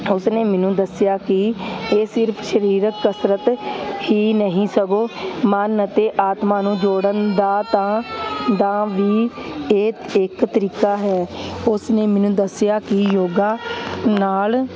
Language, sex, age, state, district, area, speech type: Punjabi, female, 30-45, Punjab, Hoshiarpur, urban, spontaneous